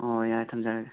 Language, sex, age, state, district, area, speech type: Manipuri, male, 18-30, Manipur, Imphal West, rural, conversation